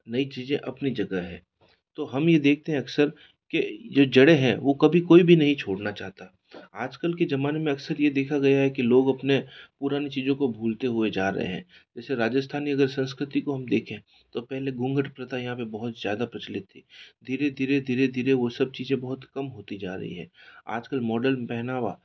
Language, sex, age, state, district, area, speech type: Hindi, male, 60+, Rajasthan, Jodhpur, urban, spontaneous